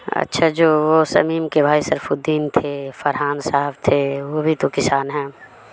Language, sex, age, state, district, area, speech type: Urdu, female, 30-45, Bihar, Madhubani, rural, spontaneous